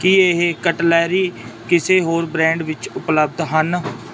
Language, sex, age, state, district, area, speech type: Punjabi, male, 18-30, Punjab, Mansa, urban, read